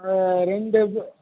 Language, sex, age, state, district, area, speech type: Tamil, male, 60+, Tamil Nadu, Cuddalore, rural, conversation